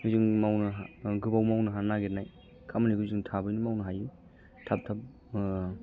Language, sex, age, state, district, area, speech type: Bodo, male, 30-45, Assam, Kokrajhar, rural, spontaneous